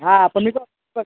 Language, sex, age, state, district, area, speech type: Marathi, male, 18-30, Maharashtra, Thane, urban, conversation